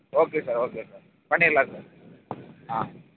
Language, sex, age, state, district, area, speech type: Tamil, male, 18-30, Tamil Nadu, Namakkal, rural, conversation